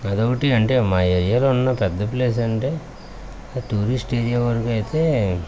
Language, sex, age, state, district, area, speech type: Telugu, male, 60+, Andhra Pradesh, West Godavari, rural, spontaneous